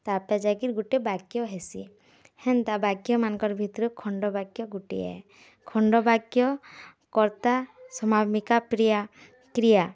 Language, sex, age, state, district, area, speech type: Odia, female, 18-30, Odisha, Bargarh, urban, spontaneous